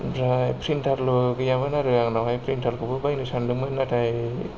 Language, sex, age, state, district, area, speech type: Bodo, male, 30-45, Assam, Kokrajhar, rural, spontaneous